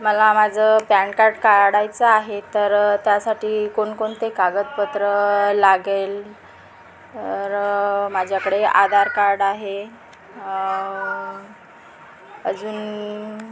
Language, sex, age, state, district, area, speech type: Marathi, female, 30-45, Maharashtra, Nagpur, rural, spontaneous